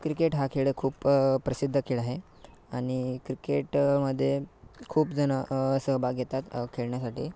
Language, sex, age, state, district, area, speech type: Marathi, male, 18-30, Maharashtra, Thane, urban, spontaneous